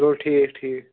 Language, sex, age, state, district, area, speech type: Kashmiri, male, 18-30, Jammu and Kashmir, Ganderbal, rural, conversation